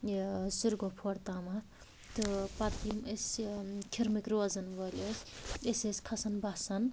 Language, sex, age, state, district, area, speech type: Kashmiri, female, 45-60, Jammu and Kashmir, Anantnag, rural, spontaneous